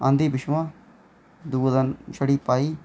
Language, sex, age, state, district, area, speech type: Dogri, male, 18-30, Jammu and Kashmir, Reasi, rural, spontaneous